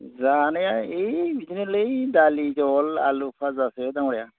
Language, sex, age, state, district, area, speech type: Bodo, male, 45-60, Assam, Udalguri, urban, conversation